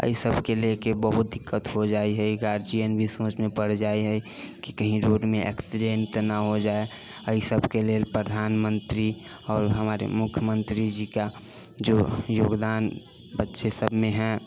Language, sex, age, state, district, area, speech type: Maithili, male, 45-60, Bihar, Sitamarhi, rural, spontaneous